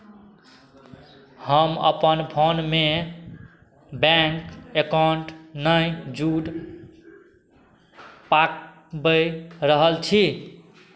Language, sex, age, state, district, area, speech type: Maithili, male, 30-45, Bihar, Madhubani, rural, read